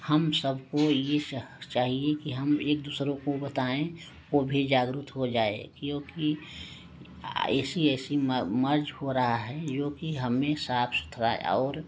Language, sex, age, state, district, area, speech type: Hindi, female, 45-60, Uttar Pradesh, Prayagraj, rural, spontaneous